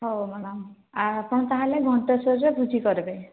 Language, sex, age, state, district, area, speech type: Odia, female, 30-45, Odisha, Sambalpur, rural, conversation